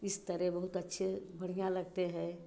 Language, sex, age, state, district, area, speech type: Hindi, female, 60+, Uttar Pradesh, Chandauli, rural, spontaneous